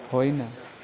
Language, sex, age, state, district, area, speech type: Nepali, male, 30-45, West Bengal, Kalimpong, rural, read